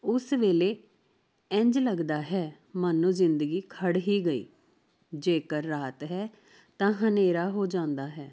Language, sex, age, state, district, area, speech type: Punjabi, female, 30-45, Punjab, Jalandhar, urban, spontaneous